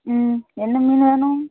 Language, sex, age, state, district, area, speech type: Tamil, female, 18-30, Tamil Nadu, Thoothukudi, rural, conversation